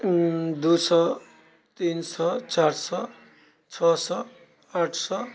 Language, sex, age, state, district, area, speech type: Maithili, male, 60+, Bihar, Purnia, rural, spontaneous